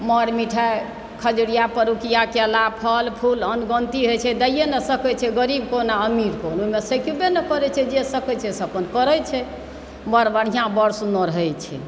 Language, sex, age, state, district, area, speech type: Maithili, male, 60+, Bihar, Supaul, rural, spontaneous